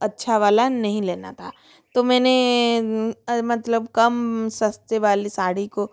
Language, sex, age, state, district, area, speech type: Hindi, female, 30-45, Rajasthan, Jodhpur, rural, spontaneous